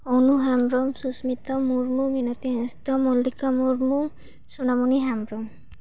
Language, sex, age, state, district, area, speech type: Santali, female, 18-30, West Bengal, Paschim Bardhaman, rural, spontaneous